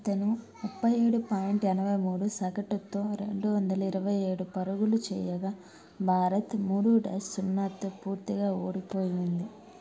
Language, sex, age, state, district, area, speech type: Telugu, female, 30-45, Andhra Pradesh, Nellore, urban, read